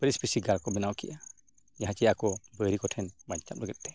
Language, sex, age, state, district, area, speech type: Santali, male, 45-60, Odisha, Mayurbhanj, rural, spontaneous